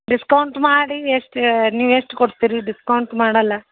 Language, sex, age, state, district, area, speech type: Kannada, female, 30-45, Karnataka, Dharwad, urban, conversation